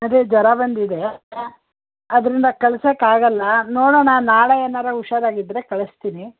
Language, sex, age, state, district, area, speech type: Kannada, female, 60+, Karnataka, Mandya, rural, conversation